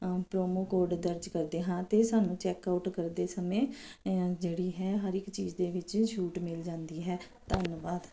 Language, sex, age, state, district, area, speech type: Punjabi, female, 45-60, Punjab, Kapurthala, urban, spontaneous